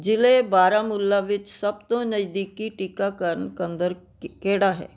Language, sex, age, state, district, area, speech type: Punjabi, female, 60+, Punjab, Firozpur, urban, read